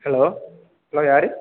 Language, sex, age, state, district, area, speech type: Tamil, male, 18-30, Tamil Nadu, Perambalur, rural, conversation